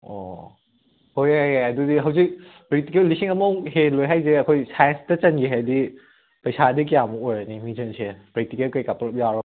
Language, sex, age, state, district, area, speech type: Manipuri, male, 18-30, Manipur, Kakching, rural, conversation